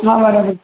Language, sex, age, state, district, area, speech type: Gujarati, female, 18-30, Gujarat, Surat, rural, conversation